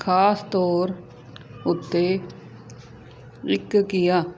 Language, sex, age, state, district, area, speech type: Punjabi, female, 30-45, Punjab, Fazilka, rural, read